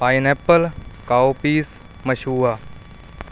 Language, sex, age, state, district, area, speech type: Punjabi, male, 30-45, Punjab, Kapurthala, urban, spontaneous